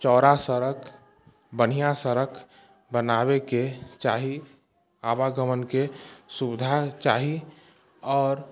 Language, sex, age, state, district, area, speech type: Maithili, male, 45-60, Bihar, Sitamarhi, rural, spontaneous